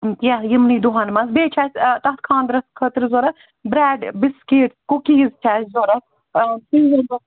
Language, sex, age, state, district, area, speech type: Kashmiri, female, 60+, Jammu and Kashmir, Srinagar, urban, conversation